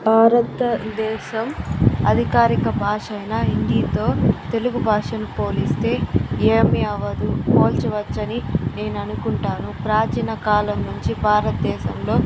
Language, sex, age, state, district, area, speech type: Telugu, female, 18-30, Andhra Pradesh, Chittoor, urban, spontaneous